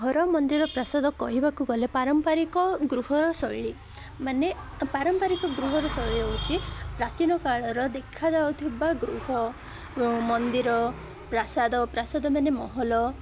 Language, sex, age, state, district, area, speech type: Odia, male, 18-30, Odisha, Koraput, urban, spontaneous